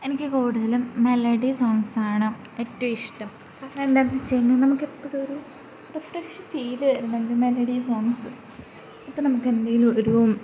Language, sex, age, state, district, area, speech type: Malayalam, female, 18-30, Kerala, Idukki, rural, spontaneous